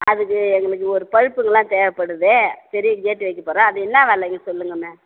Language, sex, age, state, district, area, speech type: Tamil, female, 45-60, Tamil Nadu, Tiruvannamalai, urban, conversation